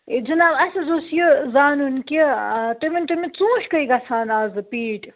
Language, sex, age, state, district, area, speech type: Kashmiri, female, 18-30, Jammu and Kashmir, Budgam, rural, conversation